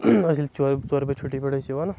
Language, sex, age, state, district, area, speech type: Kashmiri, male, 18-30, Jammu and Kashmir, Anantnag, rural, spontaneous